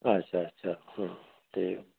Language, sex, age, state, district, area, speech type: Punjabi, male, 60+, Punjab, Fazilka, rural, conversation